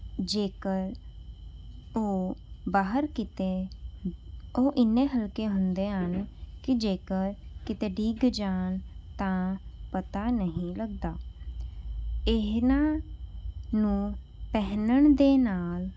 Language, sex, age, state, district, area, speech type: Punjabi, female, 18-30, Punjab, Rupnagar, urban, spontaneous